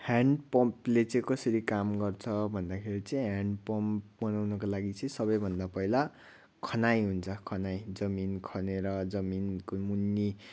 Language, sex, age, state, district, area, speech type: Nepali, male, 45-60, West Bengal, Darjeeling, rural, spontaneous